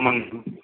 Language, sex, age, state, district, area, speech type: Tamil, male, 30-45, Tamil Nadu, Dharmapuri, rural, conversation